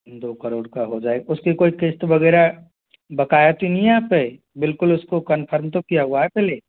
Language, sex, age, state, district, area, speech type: Hindi, male, 18-30, Rajasthan, Jodhpur, rural, conversation